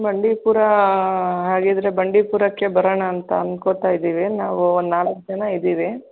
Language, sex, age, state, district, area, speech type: Kannada, female, 60+, Karnataka, Kolar, rural, conversation